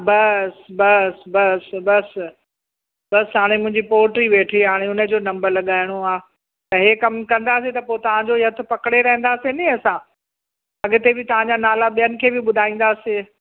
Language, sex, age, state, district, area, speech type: Sindhi, female, 60+, Uttar Pradesh, Lucknow, rural, conversation